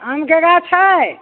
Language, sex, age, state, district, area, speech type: Maithili, female, 60+, Bihar, Muzaffarpur, urban, conversation